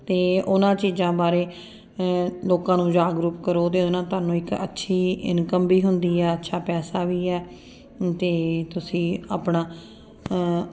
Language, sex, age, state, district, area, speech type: Punjabi, female, 45-60, Punjab, Ludhiana, urban, spontaneous